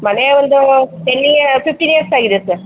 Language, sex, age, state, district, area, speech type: Kannada, female, 45-60, Karnataka, Chamarajanagar, rural, conversation